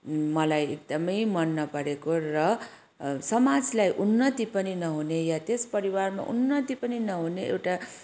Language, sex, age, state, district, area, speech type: Nepali, female, 30-45, West Bengal, Kalimpong, rural, spontaneous